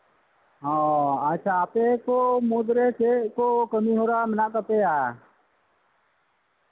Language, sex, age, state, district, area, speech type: Santali, male, 45-60, West Bengal, Birbhum, rural, conversation